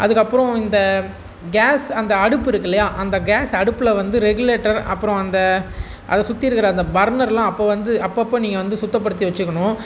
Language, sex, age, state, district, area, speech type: Tamil, male, 18-30, Tamil Nadu, Tiruvannamalai, urban, spontaneous